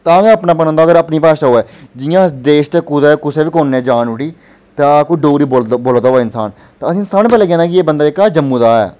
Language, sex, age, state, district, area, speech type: Dogri, male, 30-45, Jammu and Kashmir, Udhampur, urban, spontaneous